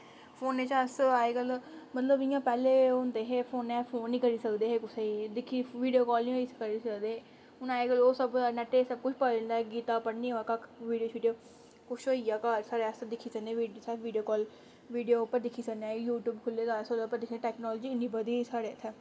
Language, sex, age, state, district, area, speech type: Dogri, female, 30-45, Jammu and Kashmir, Samba, rural, spontaneous